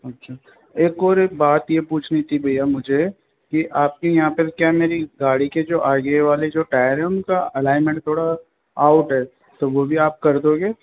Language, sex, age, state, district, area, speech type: Hindi, male, 18-30, Rajasthan, Jaipur, urban, conversation